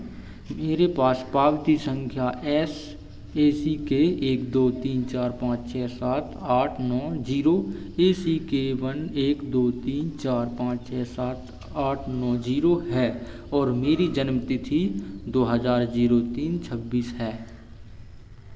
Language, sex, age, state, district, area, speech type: Hindi, male, 18-30, Madhya Pradesh, Seoni, urban, read